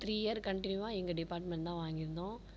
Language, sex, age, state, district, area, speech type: Tamil, female, 45-60, Tamil Nadu, Mayiladuthurai, rural, spontaneous